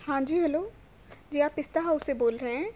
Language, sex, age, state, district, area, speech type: Urdu, female, 18-30, Telangana, Hyderabad, urban, spontaneous